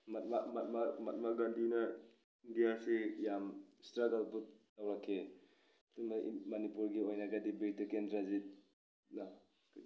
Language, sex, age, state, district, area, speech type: Manipuri, male, 30-45, Manipur, Tengnoupal, urban, spontaneous